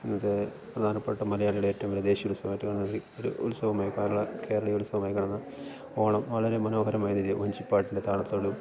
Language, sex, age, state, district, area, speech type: Malayalam, male, 30-45, Kerala, Idukki, rural, spontaneous